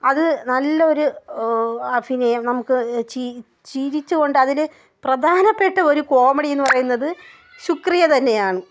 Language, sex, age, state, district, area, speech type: Malayalam, female, 30-45, Kerala, Thiruvananthapuram, rural, spontaneous